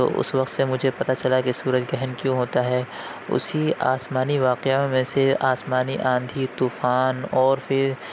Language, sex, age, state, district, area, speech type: Urdu, male, 18-30, Uttar Pradesh, Lucknow, urban, spontaneous